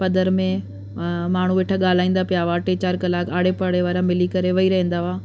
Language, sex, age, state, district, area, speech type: Sindhi, female, 30-45, Delhi, South Delhi, urban, spontaneous